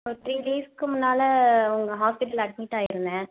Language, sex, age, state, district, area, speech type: Tamil, female, 30-45, Tamil Nadu, Mayiladuthurai, rural, conversation